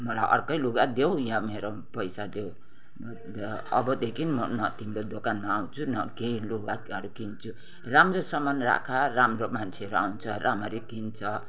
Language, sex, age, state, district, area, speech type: Nepali, female, 60+, West Bengal, Kalimpong, rural, spontaneous